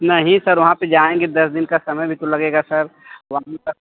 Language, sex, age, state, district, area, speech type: Hindi, male, 30-45, Uttar Pradesh, Azamgarh, rural, conversation